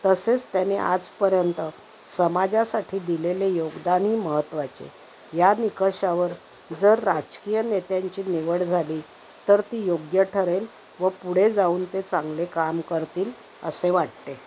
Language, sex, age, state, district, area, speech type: Marathi, female, 60+, Maharashtra, Thane, urban, spontaneous